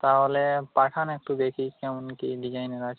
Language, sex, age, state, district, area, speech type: Bengali, male, 18-30, West Bengal, Jhargram, rural, conversation